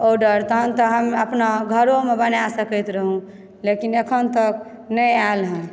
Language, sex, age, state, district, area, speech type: Maithili, female, 30-45, Bihar, Supaul, rural, spontaneous